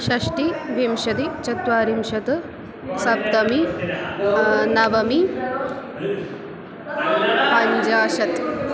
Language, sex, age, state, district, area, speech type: Sanskrit, female, 18-30, Kerala, Thrissur, urban, spontaneous